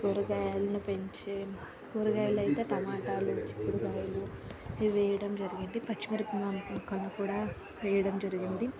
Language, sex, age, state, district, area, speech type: Telugu, female, 18-30, Andhra Pradesh, Srikakulam, urban, spontaneous